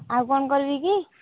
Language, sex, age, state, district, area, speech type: Odia, female, 18-30, Odisha, Nayagarh, rural, conversation